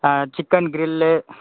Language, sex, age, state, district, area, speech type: Tamil, male, 18-30, Tamil Nadu, Krishnagiri, rural, conversation